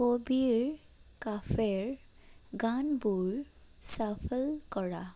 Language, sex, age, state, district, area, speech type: Assamese, female, 30-45, Assam, Sonitpur, rural, read